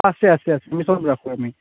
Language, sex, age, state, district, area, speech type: Assamese, male, 18-30, Assam, Nalbari, rural, conversation